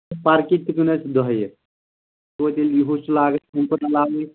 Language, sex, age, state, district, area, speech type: Kashmiri, male, 45-60, Jammu and Kashmir, Anantnag, rural, conversation